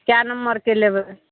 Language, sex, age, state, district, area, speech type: Maithili, female, 45-60, Bihar, Madhepura, rural, conversation